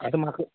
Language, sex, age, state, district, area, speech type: Goan Konkani, male, 30-45, Goa, Canacona, rural, conversation